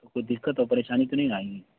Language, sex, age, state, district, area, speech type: Urdu, male, 18-30, Bihar, Purnia, rural, conversation